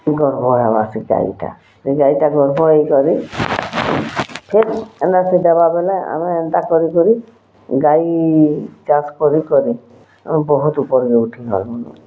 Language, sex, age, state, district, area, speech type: Odia, female, 45-60, Odisha, Bargarh, rural, spontaneous